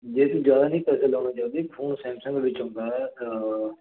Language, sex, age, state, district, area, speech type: Punjabi, male, 30-45, Punjab, Firozpur, rural, conversation